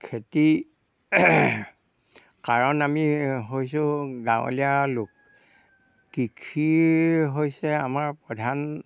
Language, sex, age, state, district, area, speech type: Assamese, male, 60+, Assam, Dhemaji, rural, spontaneous